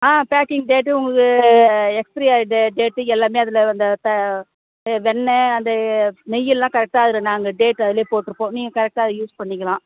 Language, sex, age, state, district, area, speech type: Tamil, female, 60+, Tamil Nadu, Kallakurichi, rural, conversation